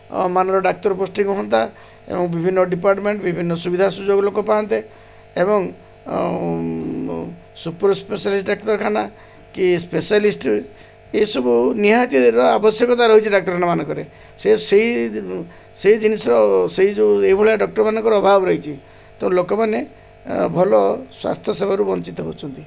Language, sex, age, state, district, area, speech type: Odia, male, 60+, Odisha, Koraput, urban, spontaneous